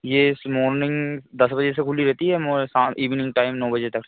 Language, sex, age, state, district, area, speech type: Hindi, male, 30-45, Madhya Pradesh, Hoshangabad, rural, conversation